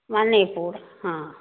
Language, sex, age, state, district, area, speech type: Maithili, female, 60+, Bihar, Samastipur, urban, conversation